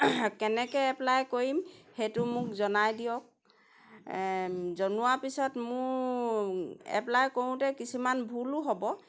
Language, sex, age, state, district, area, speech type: Assamese, female, 45-60, Assam, Golaghat, rural, spontaneous